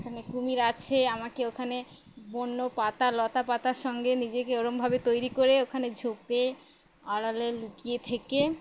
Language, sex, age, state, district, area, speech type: Bengali, female, 18-30, West Bengal, Uttar Dinajpur, urban, spontaneous